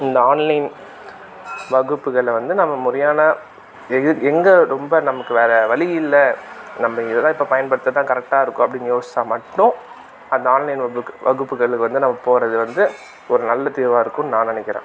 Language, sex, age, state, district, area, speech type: Tamil, male, 18-30, Tamil Nadu, Tiruvannamalai, rural, spontaneous